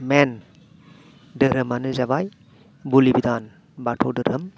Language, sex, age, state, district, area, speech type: Bodo, male, 45-60, Assam, Kokrajhar, rural, spontaneous